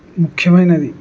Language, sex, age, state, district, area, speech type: Telugu, male, 18-30, Andhra Pradesh, Kurnool, urban, spontaneous